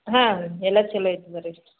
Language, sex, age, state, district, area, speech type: Kannada, female, 60+, Karnataka, Belgaum, urban, conversation